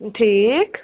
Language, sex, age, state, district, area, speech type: Kashmiri, female, 30-45, Jammu and Kashmir, Ganderbal, rural, conversation